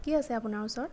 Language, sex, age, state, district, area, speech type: Assamese, female, 30-45, Assam, Lakhimpur, rural, spontaneous